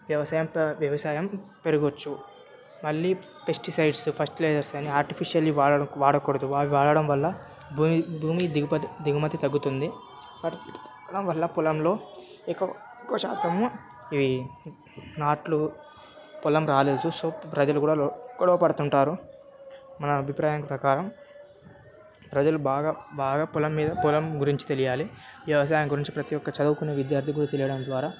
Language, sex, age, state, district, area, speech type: Telugu, male, 18-30, Telangana, Medchal, urban, spontaneous